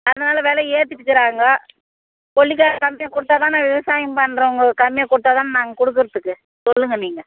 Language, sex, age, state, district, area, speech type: Tamil, female, 45-60, Tamil Nadu, Tirupattur, rural, conversation